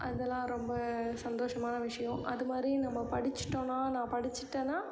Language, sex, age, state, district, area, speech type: Tamil, female, 18-30, Tamil Nadu, Cuddalore, rural, spontaneous